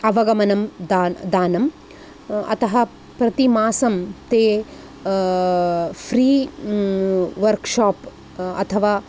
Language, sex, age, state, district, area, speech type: Sanskrit, female, 45-60, Karnataka, Udupi, urban, spontaneous